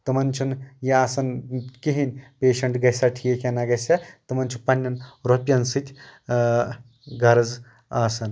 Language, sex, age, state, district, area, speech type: Kashmiri, male, 45-60, Jammu and Kashmir, Anantnag, rural, spontaneous